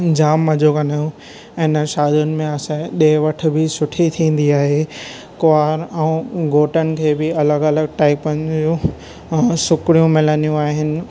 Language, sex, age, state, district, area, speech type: Sindhi, male, 18-30, Maharashtra, Thane, urban, spontaneous